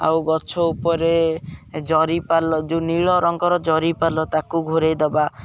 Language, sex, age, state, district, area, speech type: Odia, male, 18-30, Odisha, Jagatsinghpur, rural, spontaneous